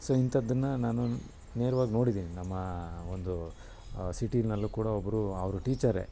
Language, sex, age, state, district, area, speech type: Kannada, male, 30-45, Karnataka, Mysore, urban, spontaneous